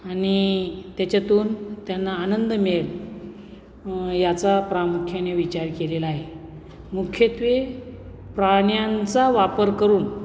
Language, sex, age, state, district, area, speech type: Marathi, male, 45-60, Maharashtra, Nashik, urban, spontaneous